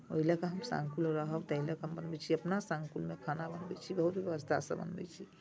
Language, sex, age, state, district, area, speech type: Maithili, female, 60+, Bihar, Muzaffarpur, rural, spontaneous